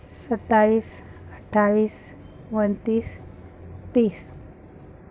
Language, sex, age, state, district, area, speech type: Urdu, female, 30-45, Telangana, Hyderabad, urban, spontaneous